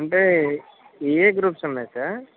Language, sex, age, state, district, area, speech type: Telugu, male, 18-30, Andhra Pradesh, Srikakulam, urban, conversation